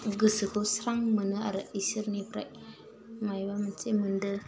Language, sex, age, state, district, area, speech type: Bodo, female, 30-45, Assam, Udalguri, rural, spontaneous